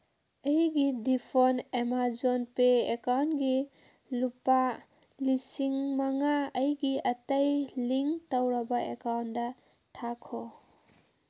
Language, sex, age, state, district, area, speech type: Manipuri, female, 30-45, Manipur, Kangpokpi, urban, read